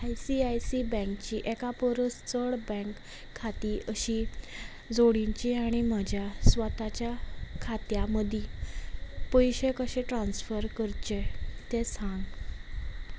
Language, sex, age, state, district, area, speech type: Goan Konkani, female, 18-30, Goa, Salcete, rural, read